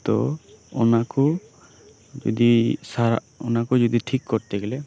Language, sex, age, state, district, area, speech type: Santali, male, 18-30, West Bengal, Birbhum, rural, spontaneous